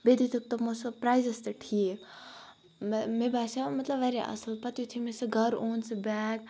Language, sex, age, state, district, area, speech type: Kashmiri, female, 18-30, Jammu and Kashmir, Baramulla, rural, spontaneous